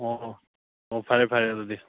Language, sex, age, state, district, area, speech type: Manipuri, male, 30-45, Manipur, Churachandpur, rural, conversation